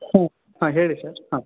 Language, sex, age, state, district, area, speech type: Kannada, male, 18-30, Karnataka, Shimoga, rural, conversation